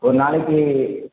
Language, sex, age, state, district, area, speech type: Tamil, male, 30-45, Tamil Nadu, Cuddalore, rural, conversation